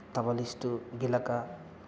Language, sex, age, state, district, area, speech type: Telugu, male, 30-45, Andhra Pradesh, Kadapa, rural, spontaneous